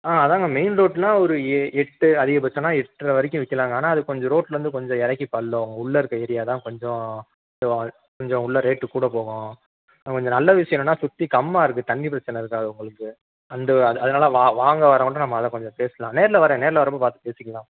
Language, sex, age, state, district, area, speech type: Tamil, male, 18-30, Tamil Nadu, Madurai, urban, conversation